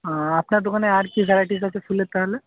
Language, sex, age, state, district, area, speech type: Bengali, male, 18-30, West Bengal, Murshidabad, urban, conversation